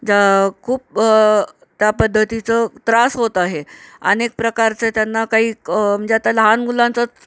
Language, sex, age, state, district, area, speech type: Marathi, female, 45-60, Maharashtra, Nanded, rural, spontaneous